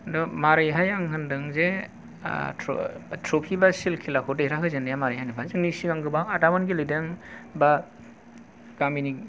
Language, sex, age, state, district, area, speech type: Bodo, male, 45-60, Assam, Kokrajhar, rural, spontaneous